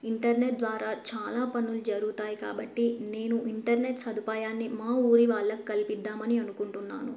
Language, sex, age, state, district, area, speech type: Telugu, female, 18-30, Telangana, Bhadradri Kothagudem, rural, spontaneous